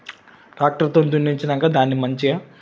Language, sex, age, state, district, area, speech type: Telugu, male, 45-60, Telangana, Mancherial, rural, spontaneous